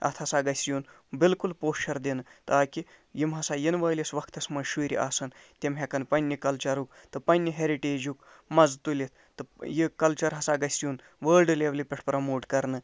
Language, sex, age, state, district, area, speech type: Kashmiri, male, 60+, Jammu and Kashmir, Ganderbal, rural, spontaneous